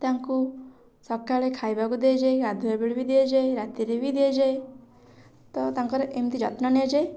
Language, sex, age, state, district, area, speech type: Odia, female, 18-30, Odisha, Kendrapara, urban, spontaneous